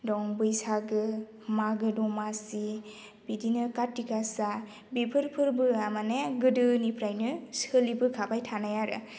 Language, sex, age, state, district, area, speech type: Bodo, female, 18-30, Assam, Baksa, rural, spontaneous